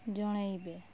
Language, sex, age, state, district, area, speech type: Odia, female, 45-60, Odisha, Mayurbhanj, rural, spontaneous